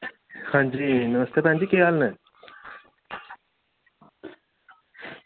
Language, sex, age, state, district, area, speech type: Dogri, male, 18-30, Jammu and Kashmir, Samba, rural, conversation